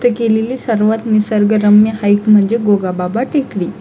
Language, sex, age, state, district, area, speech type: Marathi, female, 18-30, Maharashtra, Aurangabad, rural, spontaneous